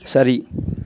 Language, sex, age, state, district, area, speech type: Tamil, male, 18-30, Tamil Nadu, Thoothukudi, rural, read